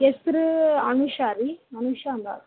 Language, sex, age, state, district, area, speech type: Kannada, female, 18-30, Karnataka, Dharwad, urban, conversation